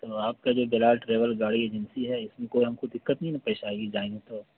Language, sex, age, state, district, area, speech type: Urdu, male, 18-30, Bihar, Purnia, rural, conversation